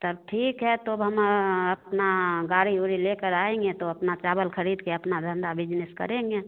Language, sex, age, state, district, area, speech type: Hindi, female, 60+, Bihar, Begusarai, urban, conversation